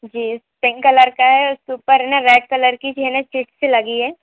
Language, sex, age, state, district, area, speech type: Hindi, female, 18-30, Madhya Pradesh, Bhopal, urban, conversation